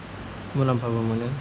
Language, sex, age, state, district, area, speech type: Bodo, male, 18-30, Assam, Kokrajhar, rural, spontaneous